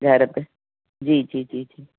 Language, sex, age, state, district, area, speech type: Sindhi, female, 60+, Rajasthan, Ajmer, urban, conversation